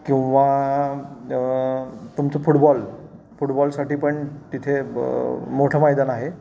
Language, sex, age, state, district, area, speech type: Marathi, male, 30-45, Maharashtra, Satara, urban, spontaneous